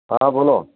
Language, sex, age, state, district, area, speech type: Hindi, male, 30-45, Rajasthan, Nagaur, rural, conversation